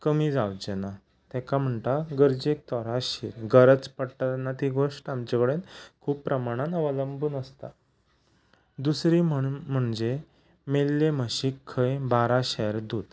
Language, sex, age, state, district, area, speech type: Goan Konkani, male, 18-30, Goa, Ponda, rural, spontaneous